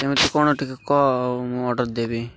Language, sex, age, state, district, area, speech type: Odia, male, 18-30, Odisha, Malkangiri, urban, spontaneous